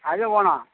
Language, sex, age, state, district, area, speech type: Tamil, male, 45-60, Tamil Nadu, Tiruvannamalai, rural, conversation